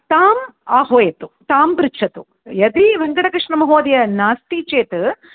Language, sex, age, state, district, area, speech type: Sanskrit, female, 60+, Tamil Nadu, Chennai, urban, conversation